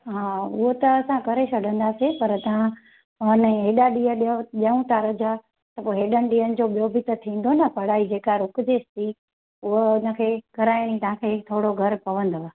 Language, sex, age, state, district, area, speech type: Sindhi, female, 30-45, Gujarat, Junagadh, urban, conversation